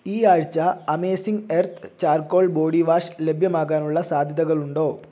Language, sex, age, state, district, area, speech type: Malayalam, male, 18-30, Kerala, Kozhikode, urban, read